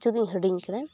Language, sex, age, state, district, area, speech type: Santali, female, 18-30, West Bengal, Purulia, rural, spontaneous